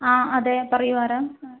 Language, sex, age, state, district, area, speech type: Malayalam, female, 30-45, Kerala, Ernakulam, rural, conversation